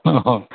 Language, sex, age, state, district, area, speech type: Bodo, male, 60+, Assam, Kokrajhar, rural, conversation